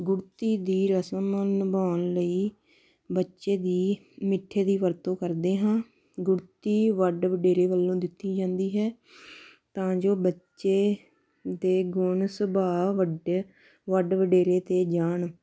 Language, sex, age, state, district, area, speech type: Punjabi, female, 18-30, Punjab, Tarn Taran, rural, spontaneous